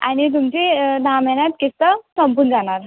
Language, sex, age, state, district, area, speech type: Marathi, female, 18-30, Maharashtra, Nagpur, urban, conversation